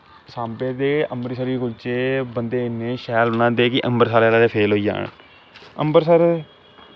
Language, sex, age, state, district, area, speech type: Dogri, male, 18-30, Jammu and Kashmir, Samba, urban, spontaneous